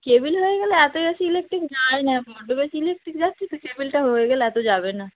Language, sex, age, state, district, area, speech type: Bengali, female, 45-60, West Bengal, North 24 Parganas, urban, conversation